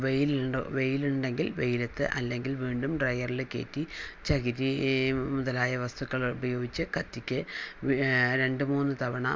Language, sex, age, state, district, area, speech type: Malayalam, female, 60+, Kerala, Palakkad, rural, spontaneous